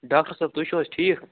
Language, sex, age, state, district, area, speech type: Kashmiri, male, 30-45, Jammu and Kashmir, Anantnag, rural, conversation